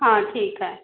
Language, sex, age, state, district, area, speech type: Hindi, female, 30-45, Madhya Pradesh, Seoni, urban, conversation